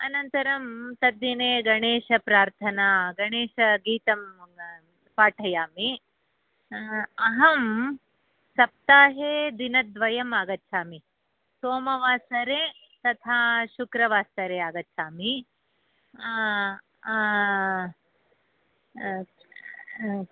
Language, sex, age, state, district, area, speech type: Sanskrit, female, 60+, Karnataka, Bangalore Urban, urban, conversation